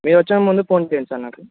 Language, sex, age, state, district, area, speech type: Telugu, male, 18-30, Telangana, Bhadradri Kothagudem, urban, conversation